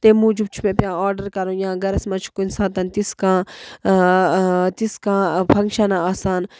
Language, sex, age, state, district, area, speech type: Kashmiri, female, 30-45, Jammu and Kashmir, Budgam, rural, spontaneous